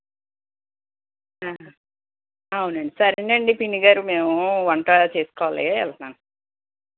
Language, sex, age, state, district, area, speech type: Telugu, female, 18-30, Andhra Pradesh, Palnadu, urban, conversation